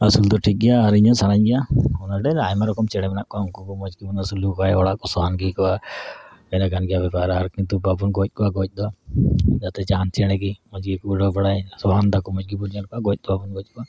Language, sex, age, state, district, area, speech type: Santali, male, 30-45, West Bengal, Dakshin Dinajpur, rural, spontaneous